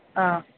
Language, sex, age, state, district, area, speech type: Kannada, male, 45-60, Karnataka, Dakshina Kannada, urban, conversation